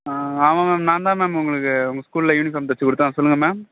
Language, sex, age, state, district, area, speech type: Tamil, male, 18-30, Tamil Nadu, Perambalur, rural, conversation